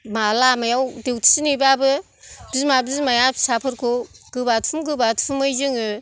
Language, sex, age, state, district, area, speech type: Bodo, female, 60+, Assam, Kokrajhar, rural, spontaneous